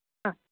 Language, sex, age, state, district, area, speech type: Malayalam, female, 30-45, Kerala, Idukki, rural, conversation